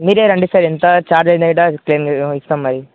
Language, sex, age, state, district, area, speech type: Telugu, male, 18-30, Telangana, Nalgonda, urban, conversation